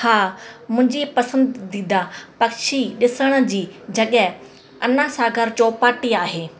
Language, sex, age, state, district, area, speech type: Sindhi, female, 30-45, Rajasthan, Ajmer, urban, spontaneous